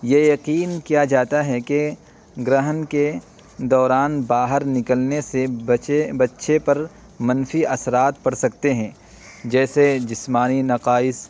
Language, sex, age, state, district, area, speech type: Urdu, male, 30-45, Uttar Pradesh, Muzaffarnagar, urban, spontaneous